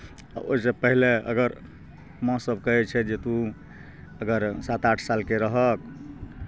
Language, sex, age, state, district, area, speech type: Maithili, male, 45-60, Bihar, Araria, urban, spontaneous